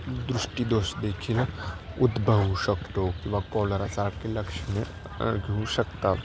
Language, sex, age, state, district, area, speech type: Marathi, male, 18-30, Maharashtra, Nashik, urban, spontaneous